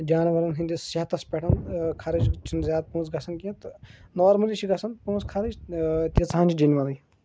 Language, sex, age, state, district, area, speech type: Kashmiri, male, 30-45, Jammu and Kashmir, Kulgam, rural, spontaneous